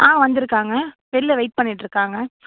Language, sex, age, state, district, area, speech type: Tamil, female, 18-30, Tamil Nadu, Tiruvarur, urban, conversation